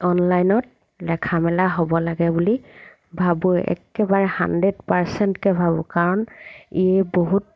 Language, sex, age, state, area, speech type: Assamese, female, 45-60, Assam, rural, spontaneous